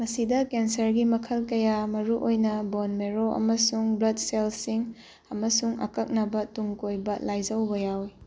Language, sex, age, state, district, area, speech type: Manipuri, female, 18-30, Manipur, Bishnupur, rural, read